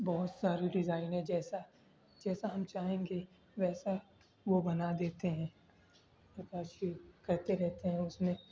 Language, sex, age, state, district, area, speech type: Urdu, male, 18-30, Delhi, East Delhi, urban, spontaneous